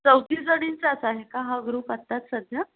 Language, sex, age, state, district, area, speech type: Marathi, female, 45-60, Maharashtra, Pune, urban, conversation